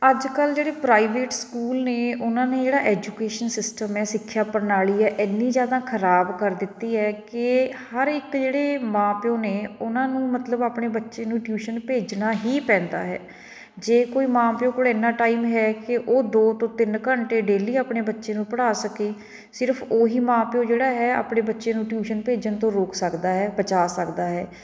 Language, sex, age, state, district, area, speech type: Punjabi, female, 30-45, Punjab, Fatehgarh Sahib, urban, spontaneous